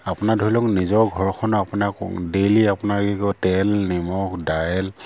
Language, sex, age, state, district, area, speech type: Assamese, male, 30-45, Assam, Sivasagar, rural, spontaneous